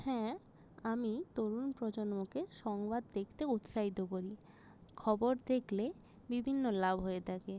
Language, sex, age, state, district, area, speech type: Bengali, female, 30-45, West Bengal, Jalpaiguri, rural, spontaneous